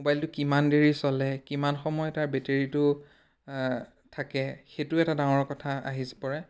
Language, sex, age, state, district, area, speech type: Assamese, male, 18-30, Assam, Biswanath, rural, spontaneous